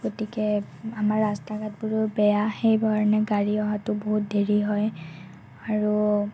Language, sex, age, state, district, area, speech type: Assamese, female, 30-45, Assam, Morigaon, rural, spontaneous